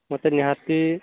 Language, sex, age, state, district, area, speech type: Odia, male, 18-30, Odisha, Subarnapur, urban, conversation